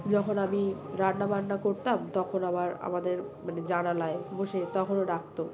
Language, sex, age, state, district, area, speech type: Bengali, female, 18-30, West Bengal, Birbhum, urban, spontaneous